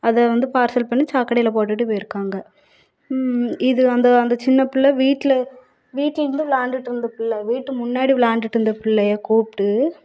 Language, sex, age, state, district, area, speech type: Tamil, female, 30-45, Tamil Nadu, Thoothukudi, urban, spontaneous